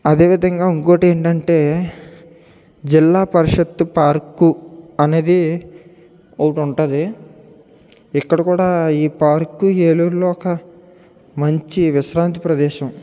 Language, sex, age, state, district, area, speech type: Telugu, male, 18-30, Andhra Pradesh, Eluru, urban, spontaneous